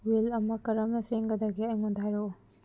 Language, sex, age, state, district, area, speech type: Manipuri, female, 18-30, Manipur, Senapati, rural, read